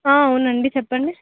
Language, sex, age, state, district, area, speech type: Telugu, female, 18-30, Telangana, Suryapet, urban, conversation